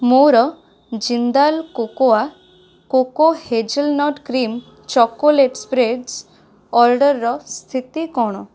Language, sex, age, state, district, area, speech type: Odia, female, 18-30, Odisha, Cuttack, urban, read